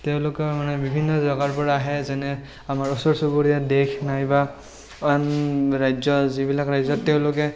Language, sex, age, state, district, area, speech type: Assamese, male, 18-30, Assam, Barpeta, rural, spontaneous